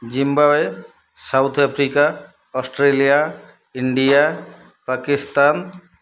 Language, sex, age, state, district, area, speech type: Odia, male, 45-60, Odisha, Kendrapara, urban, spontaneous